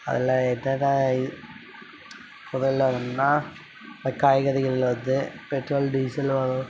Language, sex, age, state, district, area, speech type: Tamil, male, 45-60, Tamil Nadu, Mayiladuthurai, urban, spontaneous